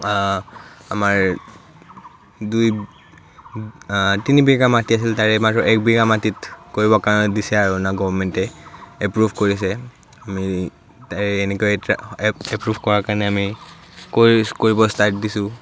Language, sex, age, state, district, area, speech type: Assamese, male, 18-30, Assam, Udalguri, rural, spontaneous